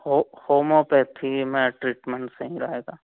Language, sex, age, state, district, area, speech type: Hindi, male, 30-45, Madhya Pradesh, Betul, urban, conversation